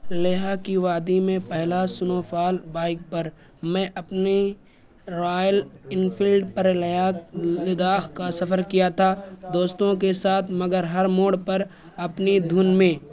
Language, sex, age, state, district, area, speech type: Urdu, male, 18-30, Uttar Pradesh, Balrampur, rural, spontaneous